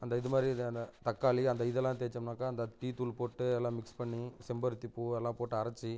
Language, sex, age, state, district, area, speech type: Tamil, male, 30-45, Tamil Nadu, Namakkal, rural, spontaneous